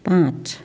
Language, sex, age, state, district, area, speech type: Nepali, female, 60+, West Bengal, Jalpaiguri, urban, read